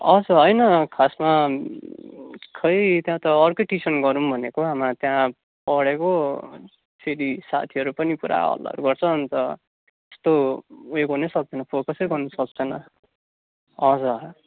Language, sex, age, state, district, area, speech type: Nepali, male, 18-30, West Bengal, Kalimpong, urban, conversation